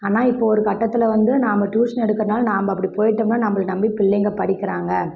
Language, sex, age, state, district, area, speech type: Tamil, female, 30-45, Tamil Nadu, Namakkal, rural, spontaneous